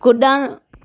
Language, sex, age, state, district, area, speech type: Sindhi, female, 45-60, Maharashtra, Mumbai Suburban, urban, read